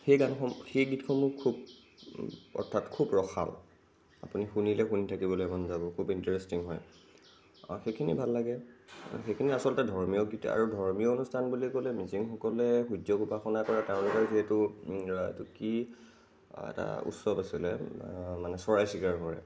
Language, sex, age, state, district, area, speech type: Assamese, male, 45-60, Assam, Nagaon, rural, spontaneous